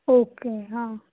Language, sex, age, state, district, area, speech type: Marathi, female, 30-45, Maharashtra, Kolhapur, urban, conversation